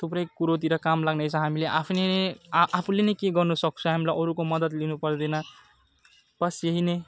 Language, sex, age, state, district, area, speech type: Nepali, male, 18-30, West Bengal, Alipurduar, urban, spontaneous